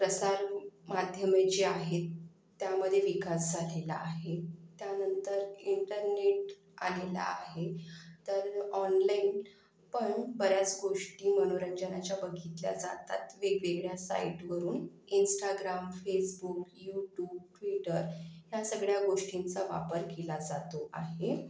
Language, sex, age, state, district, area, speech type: Marathi, other, 30-45, Maharashtra, Akola, urban, spontaneous